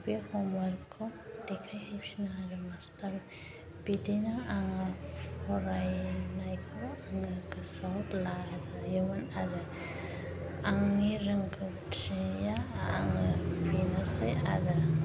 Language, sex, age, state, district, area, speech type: Bodo, female, 45-60, Assam, Chirang, urban, spontaneous